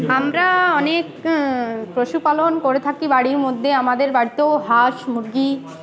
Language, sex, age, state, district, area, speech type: Bengali, female, 18-30, West Bengal, Uttar Dinajpur, urban, spontaneous